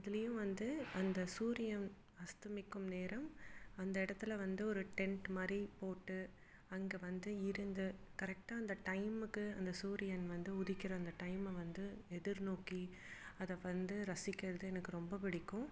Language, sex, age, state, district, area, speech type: Tamil, female, 30-45, Tamil Nadu, Salem, urban, spontaneous